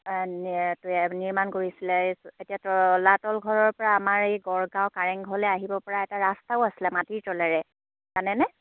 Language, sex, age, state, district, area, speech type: Assamese, female, 30-45, Assam, Sivasagar, rural, conversation